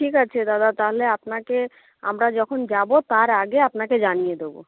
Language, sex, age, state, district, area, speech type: Bengali, female, 60+, West Bengal, Nadia, rural, conversation